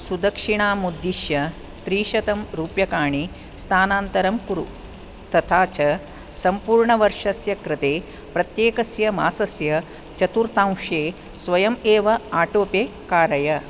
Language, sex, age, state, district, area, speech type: Sanskrit, female, 45-60, Karnataka, Dakshina Kannada, urban, read